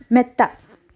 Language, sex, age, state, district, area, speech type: Malayalam, female, 18-30, Kerala, Kasaragod, rural, read